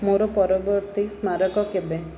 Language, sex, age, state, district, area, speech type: Odia, female, 30-45, Odisha, Ganjam, urban, read